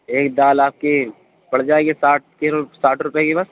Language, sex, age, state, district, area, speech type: Urdu, male, 18-30, Uttar Pradesh, Gautam Buddha Nagar, rural, conversation